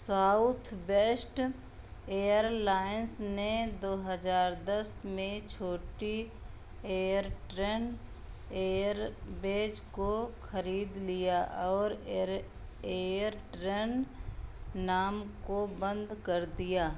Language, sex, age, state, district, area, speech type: Hindi, female, 60+, Uttar Pradesh, Ayodhya, rural, read